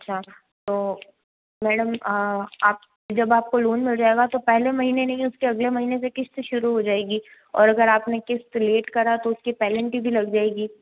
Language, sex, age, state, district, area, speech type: Hindi, female, 18-30, Rajasthan, Jodhpur, urban, conversation